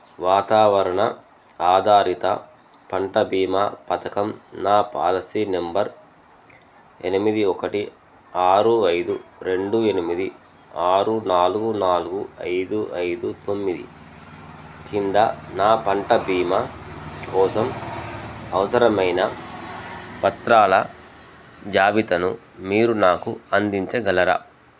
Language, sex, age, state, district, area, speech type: Telugu, male, 30-45, Telangana, Jangaon, rural, read